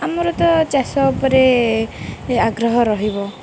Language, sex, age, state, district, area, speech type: Odia, female, 18-30, Odisha, Jagatsinghpur, urban, spontaneous